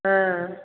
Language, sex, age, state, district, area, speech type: Maithili, female, 60+, Bihar, Supaul, rural, conversation